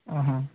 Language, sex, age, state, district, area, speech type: Telugu, male, 18-30, Telangana, Nagarkurnool, urban, conversation